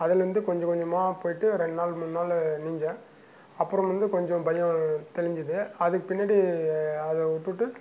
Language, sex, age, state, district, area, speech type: Tamil, male, 60+, Tamil Nadu, Dharmapuri, rural, spontaneous